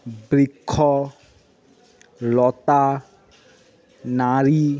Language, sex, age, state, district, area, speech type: Bengali, male, 30-45, West Bengal, Jhargram, rural, spontaneous